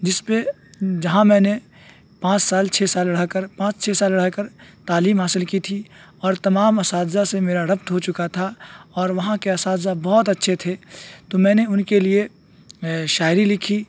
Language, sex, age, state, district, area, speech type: Urdu, male, 18-30, Uttar Pradesh, Saharanpur, urban, spontaneous